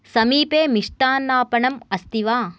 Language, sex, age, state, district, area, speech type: Sanskrit, female, 18-30, Karnataka, Gadag, urban, read